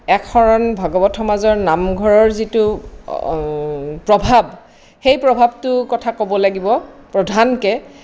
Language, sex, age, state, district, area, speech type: Assamese, female, 60+, Assam, Kamrup Metropolitan, urban, spontaneous